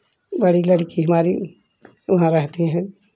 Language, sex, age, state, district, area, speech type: Hindi, female, 60+, Uttar Pradesh, Jaunpur, urban, spontaneous